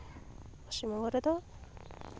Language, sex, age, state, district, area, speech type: Santali, female, 30-45, West Bengal, Purulia, rural, spontaneous